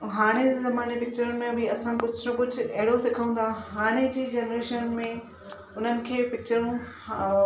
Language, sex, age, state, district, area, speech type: Sindhi, female, 30-45, Maharashtra, Thane, urban, spontaneous